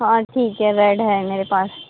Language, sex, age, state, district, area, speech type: Hindi, female, 45-60, Uttar Pradesh, Mirzapur, urban, conversation